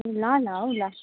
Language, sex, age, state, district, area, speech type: Nepali, female, 18-30, West Bengal, Darjeeling, rural, conversation